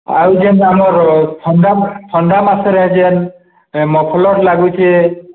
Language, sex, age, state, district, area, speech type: Odia, male, 45-60, Odisha, Nuapada, urban, conversation